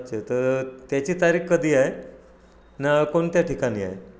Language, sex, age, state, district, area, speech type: Marathi, male, 60+, Maharashtra, Nagpur, urban, spontaneous